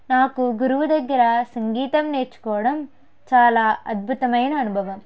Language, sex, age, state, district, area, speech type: Telugu, female, 18-30, Andhra Pradesh, Konaseema, rural, spontaneous